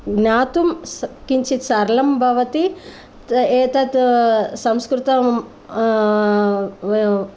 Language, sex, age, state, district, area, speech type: Sanskrit, female, 45-60, Andhra Pradesh, Guntur, urban, spontaneous